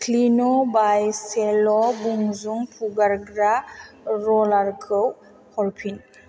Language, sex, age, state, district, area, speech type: Bodo, female, 18-30, Assam, Chirang, urban, read